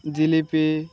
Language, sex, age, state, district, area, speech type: Bengali, male, 18-30, West Bengal, Birbhum, urban, spontaneous